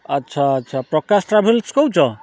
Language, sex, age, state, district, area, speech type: Odia, male, 45-60, Odisha, Kendrapara, urban, spontaneous